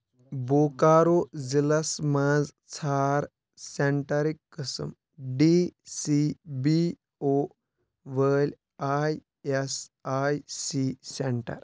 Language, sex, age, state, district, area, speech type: Kashmiri, male, 18-30, Jammu and Kashmir, Kulgam, rural, read